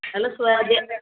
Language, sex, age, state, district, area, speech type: Odia, female, 30-45, Odisha, Sundergarh, urban, conversation